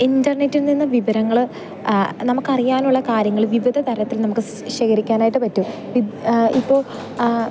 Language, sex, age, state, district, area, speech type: Malayalam, female, 18-30, Kerala, Idukki, rural, spontaneous